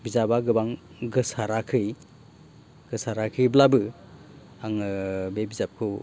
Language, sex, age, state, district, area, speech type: Bodo, male, 45-60, Assam, Baksa, rural, spontaneous